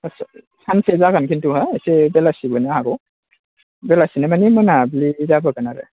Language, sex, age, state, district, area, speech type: Bodo, male, 18-30, Assam, Kokrajhar, rural, conversation